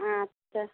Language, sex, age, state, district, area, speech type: Bengali, female, 30-45, West Bengal, Darjeeling, urban, conversation